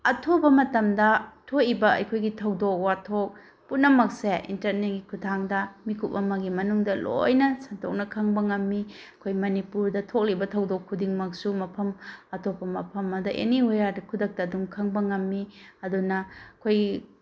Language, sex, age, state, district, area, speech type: Manipuri, female, 45-60, Manipur, Bishnupur, rural, spontaneous